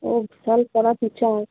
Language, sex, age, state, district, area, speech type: Bengali, female, 18-30, West Bengal, Cooch Behar, rural, conversation